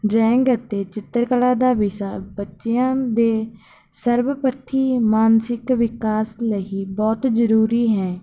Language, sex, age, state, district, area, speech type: Punjabi, female, 18-30, Punjab, Barnala, rural, spontaneous